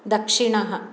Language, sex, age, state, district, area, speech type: Sanskrit, female, 45-60, Karnataka, Shimoga, urban, read